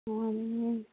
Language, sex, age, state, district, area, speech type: Manipuri, female, 18-30, Manipur, Kangpokpi, rural, conversation